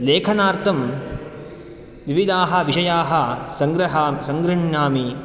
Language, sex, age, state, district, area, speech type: Sanskrit, male, 18-30, Karnataka, Udupi, rural, spontaneous